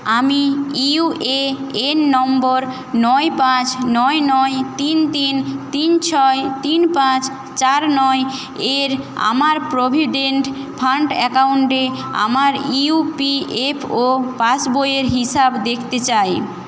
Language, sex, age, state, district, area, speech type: Bengali, female, 18-30, West Bengal, Paschim Medinipur, rural, read